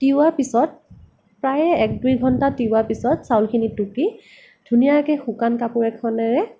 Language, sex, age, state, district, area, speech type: Assamese, female, 18-30, Assam, Nagaon, rural, spontaneous